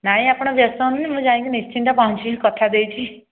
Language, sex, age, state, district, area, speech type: Odia, female, 18-30, Odisha, Dhenkanal, rural, conversation